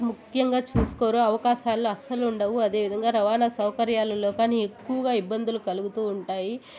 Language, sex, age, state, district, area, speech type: Telugu, female, 18-30, Andhra Pradesh, Sri Balaji, urban, spontaneous